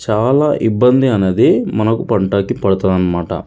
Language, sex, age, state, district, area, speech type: Telugu, male, 30-45, Telangana, Sangareddy, urban, spontaneous